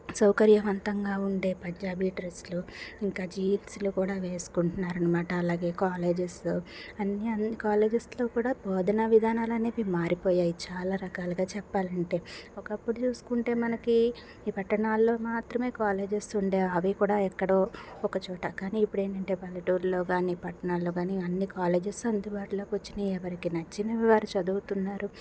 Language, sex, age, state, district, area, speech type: Telugu, female, 30-45, Andhra Pradesh, Palnadu, rural, spontaneous